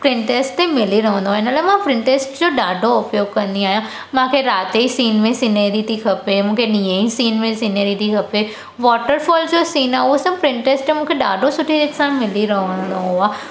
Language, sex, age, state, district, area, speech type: Sindhi, female, 18-30, Gujarat, Surat, urban, spontaneous